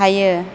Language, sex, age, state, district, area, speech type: Bodo, female, 18-30, Assam, Chirang, urban, spontaneous